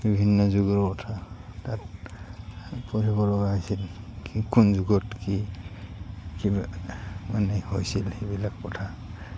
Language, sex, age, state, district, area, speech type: Assamese, male, 45-60, Assam, Goalpara, urban, spontaneous